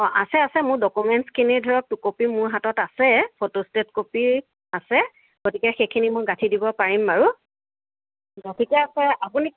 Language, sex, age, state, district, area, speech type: Assamese, female, 45-60, Assam, Nagaon, rural, conversation